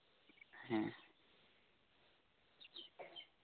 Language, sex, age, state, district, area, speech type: Santali, male, 30-45, Jharkhand, East Singhbhum, rural, conversation